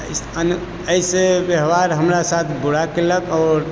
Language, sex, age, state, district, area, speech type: Maithili, male, 45-60, Bihar, Supaul, rural, spontaneous